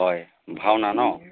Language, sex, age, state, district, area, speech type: Assamese, male, 30-45, Assam, Majuli, urban, conversation